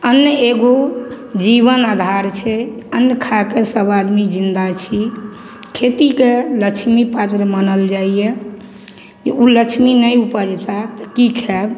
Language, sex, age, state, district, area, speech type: Maithili, female, 45-60, Bihar, Samastipur, urban, spontaneous